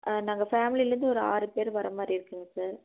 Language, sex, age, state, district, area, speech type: Tamil, female, 30-45, Tamil Nadu, Erode, rural, conversation